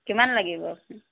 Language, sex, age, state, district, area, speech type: Assamese, female, 30-45, Assam, Tinsukia, urban, conversation